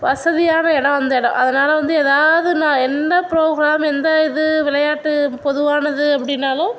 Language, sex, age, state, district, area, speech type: Tamil, female, 60+, Tamil Nadu, Mayiladuthurai, urban, spontaneous